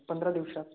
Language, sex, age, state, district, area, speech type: Marathi, male, 18-30, Maharashtra, Gondia, rural, conversation